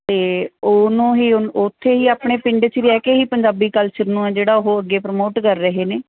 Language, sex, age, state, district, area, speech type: Punjabi, female, 30-45, Punjab, Mansa, urban, conversation